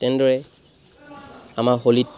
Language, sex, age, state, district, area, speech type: Assamese, male, 45-60, Assam, Charaideo, rural, spontaneous